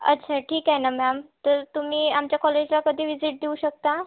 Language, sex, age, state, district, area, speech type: Marathi, female, 18-30, Maharashtra, Wardha, urban, conversation